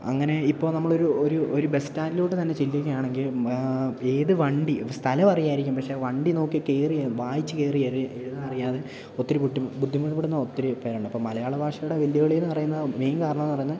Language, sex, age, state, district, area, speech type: Malayalam, male, 18-30, Kerala, Idukki, rural, spontaneous